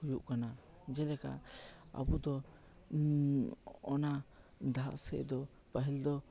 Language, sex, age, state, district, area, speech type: Santali, male, 18-30, West Bengal, Paschim Bardhaman, rural, spontaneous